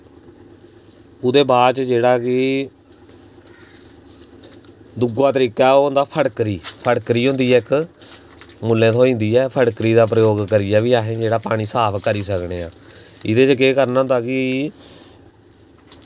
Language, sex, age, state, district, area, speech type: Dogri, male, 18-30, Jammu and Kashmir, Samba, rural, spontaneous